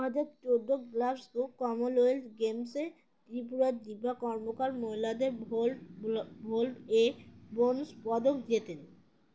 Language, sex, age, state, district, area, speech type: Bengali, female, 18-30, West Bengal, Uttar Dinajpur, urban, read